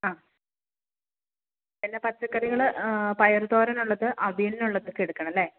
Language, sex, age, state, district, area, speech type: Malayalam, female, 30-45, Kerala, Malappuram, rural, conversation